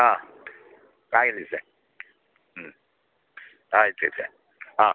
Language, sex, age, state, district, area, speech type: Kannada, male, 60+, Karnataka, Mysore, urban, conversation